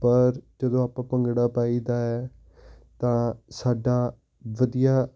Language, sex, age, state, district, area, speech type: Punjabi, male, 18-30, Punjab, Hoshiarpur, urban, spontaneous